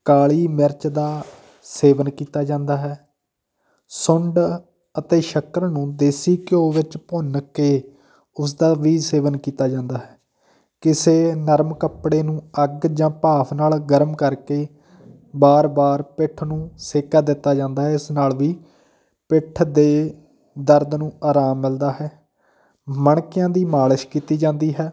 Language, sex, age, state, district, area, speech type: Punjabi, male, 30-45, Punjab, Patiala, rural, spontaneous